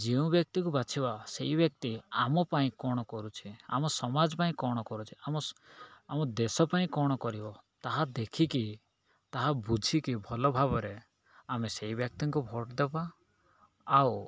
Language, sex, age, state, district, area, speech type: Odia, male, 18-30, Odisha, Koraput, urban, spontaneous